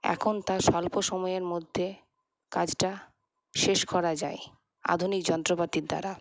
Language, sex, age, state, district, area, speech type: Bengali, female, 30-45, West Bengal, Paschim Bardhaman, urban, spontaneous